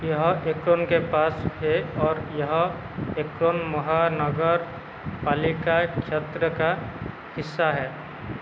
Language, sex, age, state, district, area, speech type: Hindi, male, 45-60, Madhya Pradesh, Seoni, rural, read